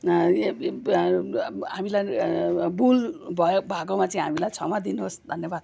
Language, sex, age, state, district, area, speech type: Nepali, female, 45-60, West Bengal, Kalimpong, rural, spontaneous